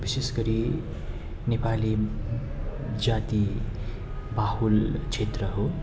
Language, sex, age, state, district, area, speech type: Nepali, male, 30-45, West Bengal, Darjeeling, rural, spontaneous